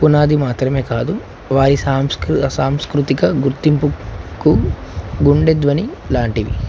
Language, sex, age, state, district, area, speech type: Telugu, male, 18-30, Telangana, Nagarkurnool, urban, spontaneous